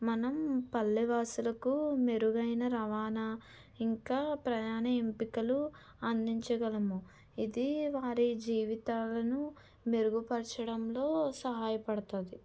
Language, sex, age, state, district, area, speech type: Telugu, female, 30-45, Andhra Pradesh, Kakinada, rural, spontaneous